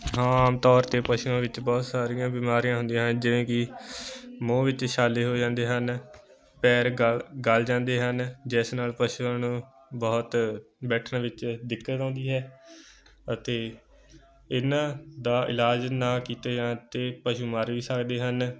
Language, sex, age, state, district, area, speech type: Punjabi, male, 18-30, Punjab, Moga, rural, spontaneous